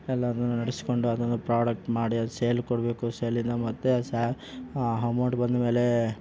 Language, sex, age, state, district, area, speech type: Kannada, male, 18-30, Karnataka, Kolar, rural, spontaneous